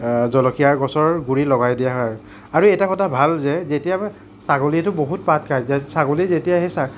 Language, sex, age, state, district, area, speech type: Assamese, male, 60+, Assam, Nagaon, rural, spontaneous